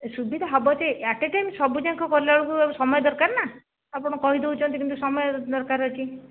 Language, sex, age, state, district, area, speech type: Odia, other, 60+, Odisha, Jajpur, rural, conversation